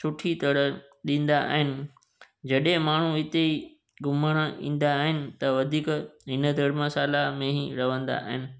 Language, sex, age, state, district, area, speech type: Sindhi, male, 30-45, Gujarat, Junagadh, rural, spontaneous